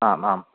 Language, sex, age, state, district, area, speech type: Sanskrit, male, 18-30, Kerala, Kottayam, urban, conversation